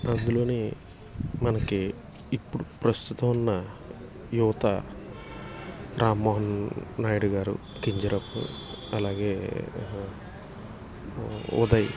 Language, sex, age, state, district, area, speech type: Telugu, male, 30-45, Andhra Pradesh, Alluri Sitarama Raju, urban, spontaneous